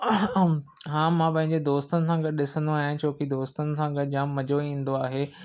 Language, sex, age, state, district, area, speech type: Sindhi, male, 30-45, Maharashtra, Mumbai Suburban, urban, spontaneous